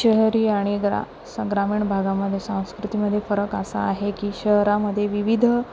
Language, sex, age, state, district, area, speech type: Marathi, female, 30-45, Maharashtra, Nanded, urban, spontaneous